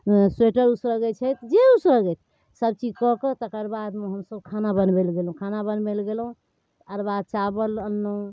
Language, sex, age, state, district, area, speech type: Maithili, female, 45-60, Bihar, Darbhanga, rural, spontaneous